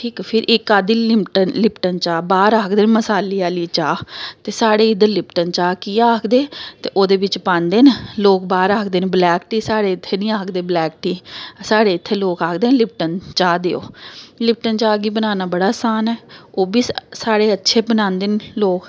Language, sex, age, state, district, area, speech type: Dogri, female, 30-45, Jammu and Kashmir, Samba, urban, spontaneous